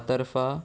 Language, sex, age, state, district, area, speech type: Goan Konkani, male, 18-30, Goa, Murmgao, urban, spontaneous